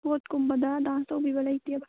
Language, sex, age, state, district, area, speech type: Manipuri, female, 30-45, Manipur, Kangpokpi, rural, conversation